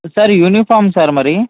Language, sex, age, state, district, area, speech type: Telugu, male, 18-30, Andhra Pradesh, Srikakulam, rural, conversation